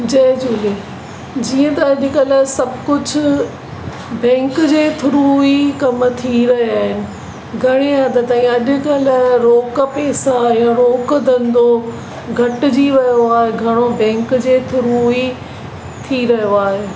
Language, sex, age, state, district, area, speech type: Sindhi, female, 45-60, Maharashtra, Mumbai Suburban, urban, spontaneous